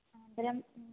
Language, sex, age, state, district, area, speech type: Sanskrit, female, 18-30, Kerala, Thrissur, urban, conversation